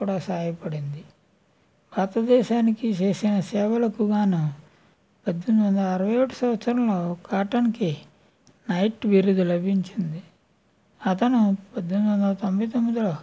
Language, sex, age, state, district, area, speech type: Telugu, male, 60+, Andhra Pradesh, West Godavari, rural, spontaneous